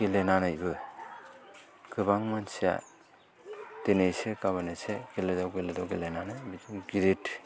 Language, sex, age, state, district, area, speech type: Bodo, male, 45-60, Assam, Kokrajhar, urban, spontaneous